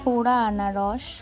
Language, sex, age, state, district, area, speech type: Bengali, female, 18-30, West Bengal, Alipurduar, rural, spontaneous